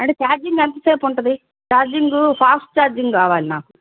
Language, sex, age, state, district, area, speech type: Telugu, female, 45-60, Andhra Pradesh, Guntur, urban, conversation